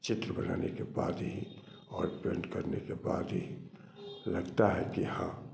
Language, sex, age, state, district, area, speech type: Hindi, male, 45-60, Bihar, Samastipur, rural, spontaneous